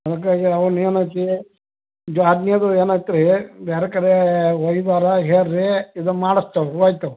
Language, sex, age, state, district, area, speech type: Kannada, male, 45-60, Karnataka, Belgaum, rural, conversation